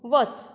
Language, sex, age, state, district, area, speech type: Goan Konkani, female, 45-60, Goa, Bardez, urban, read